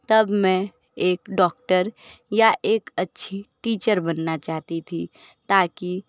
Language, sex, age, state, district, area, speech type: Hindi, other, 30-45, Uttar Pradesh, Sonbhadra, rural, spontaneous